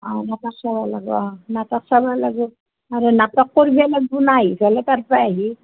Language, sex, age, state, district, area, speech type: Assamese, female, 60+, Assam, Nalbari, rural, conversation